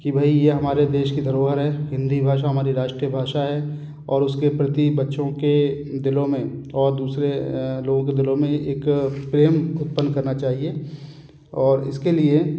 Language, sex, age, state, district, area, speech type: Hindi, male, 45-60, Madhya Pradesh, Gwalior, rural, spontaneous